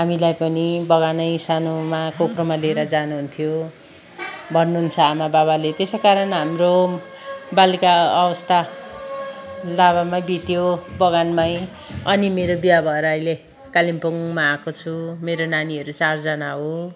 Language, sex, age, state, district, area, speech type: Nepali, female, 60+, West Bengal, Kalimpong, rural, spontaneous